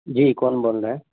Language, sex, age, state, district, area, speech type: Urdu, male, 18-30, Bihar, Araria, rural, conversation